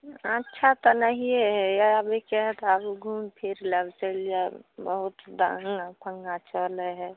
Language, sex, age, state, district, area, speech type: Maithili, female, 18-30, Bihar, Samastipur, rural, conversation